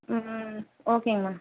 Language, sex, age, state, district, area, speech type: Tamil, female, 18-30, Tamil Nadu, Kallakurichi, rural, conversation